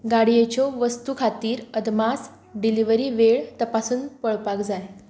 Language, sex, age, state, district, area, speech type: Goan Konkani, female, 18-30, Goa, Tiswadi, rural, read